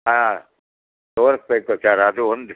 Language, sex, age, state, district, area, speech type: Kannada, male, 60+, Karnataka, Mysore, urban, conversation